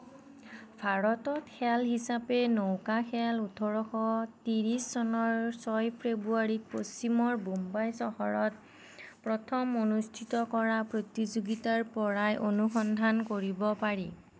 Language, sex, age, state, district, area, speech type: Assamese, female, 30-45, Assam, Nagaon, rural, read